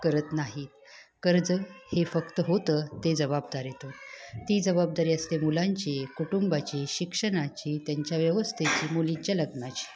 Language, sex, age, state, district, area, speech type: Marathi, female, 30-45, Maharashtra, Satara, rural, spontaneous